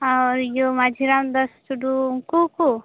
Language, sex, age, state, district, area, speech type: Santali, female, 18-30, West Bengal, Purba Bardhaman, rural, conversation